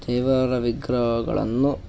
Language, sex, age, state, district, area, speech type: Kannada, male, 18-30, Karnataka, Davanagere, rural, spontaneous